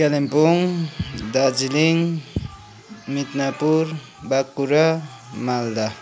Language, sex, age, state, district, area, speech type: Nepali, male, 30-45, West Bengal, Kalimpong, rural, spontaneous